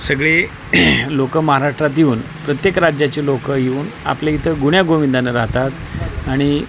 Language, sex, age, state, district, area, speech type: Marathi, male, 45-60, Maharashtra, Osmanabad, rural, spontaneous